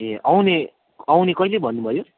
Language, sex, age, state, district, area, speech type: Nepali, male, 18-30, West Bengal, Kalimpong, rural, conversation